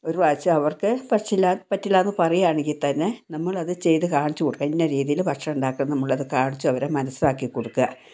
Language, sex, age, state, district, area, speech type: Malayalam, female, 60+, Kerala, Wayanad, rural, spontaneous